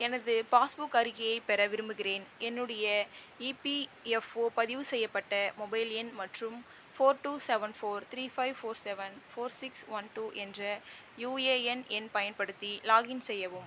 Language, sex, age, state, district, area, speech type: Tamil, female, 30-45, Tamil Nadu, Viluppuram, rural, read